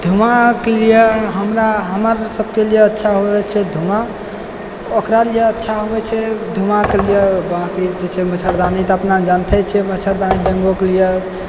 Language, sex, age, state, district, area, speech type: Maithili, male, 18-30, Bihar, Purnia, rural, spontaneous